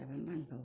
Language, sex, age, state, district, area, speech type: Bodo, female, 60+, Assam, Baksa, urban, spontaneous